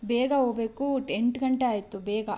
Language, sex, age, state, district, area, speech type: Kannada, female, 18-30, Karnataka, Tumkur, urban, spontaneous